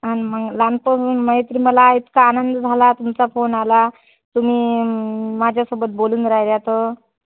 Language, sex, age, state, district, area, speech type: Marathi, female, 30-45, Maharashtra, Washim, rural, conversation